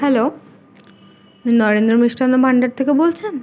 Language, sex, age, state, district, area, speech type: Bengali, female, 18-30, West Bengal, Kolkata, urban, spontaneous